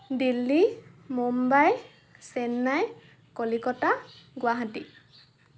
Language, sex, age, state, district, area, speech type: Assamese, female, 18-30, Assam, Lakhimpur, rural, spontaneous